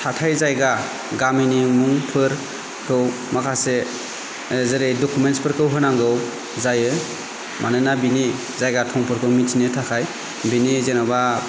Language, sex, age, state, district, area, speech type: Bodo, male, 30-45, Assam, Kokrajhar, rural, spontaneous